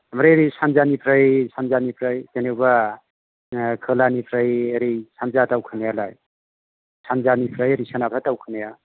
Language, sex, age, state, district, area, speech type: Bodo, male, 30-45, Assam, Chirang, rural, conversation